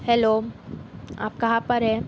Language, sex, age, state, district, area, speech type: Urdu, female, 18-30, Maharashtra, Nashik, urban, spontaneous